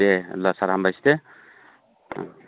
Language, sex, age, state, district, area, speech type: Bodo, male, 45-60, Assam, Chirang, urban, conversation